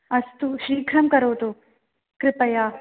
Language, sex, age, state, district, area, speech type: Sanskrit, female, 18-30, Kerala, Palakkad, urban, conversation